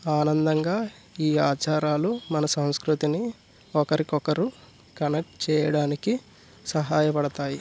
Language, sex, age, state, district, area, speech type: Telugu, male, 18-30, Andhra Pradesh, East Godavari, rural, spontaneous